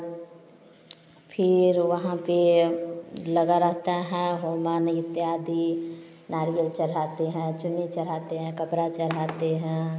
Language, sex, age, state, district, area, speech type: Hindi, female, 30-45, Bihar, Samastipur, rural, spontaneous